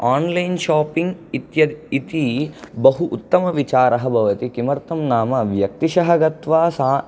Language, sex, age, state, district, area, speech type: Sanskrit, male, 18-30, Andhra Pradesh, Chittoor, urban, spontaneous